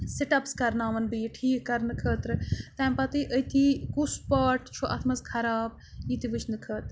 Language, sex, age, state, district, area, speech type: Kashmiri, female, 30-45, Jammu and Kashmir, Srinagar, urban, spontaneous